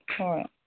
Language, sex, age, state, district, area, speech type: Manipuri, female, 45-60, Manipur, Imphal East, rural, conversation